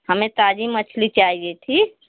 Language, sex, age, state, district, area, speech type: Hindi, female, 60+, Uttar Pradesh, Azamgarh, urban, conversation